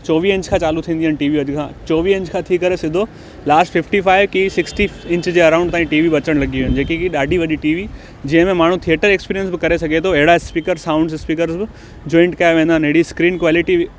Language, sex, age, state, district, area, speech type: Sindhi, male, 18-30, Gujarat, Kutch, urban, spontaneous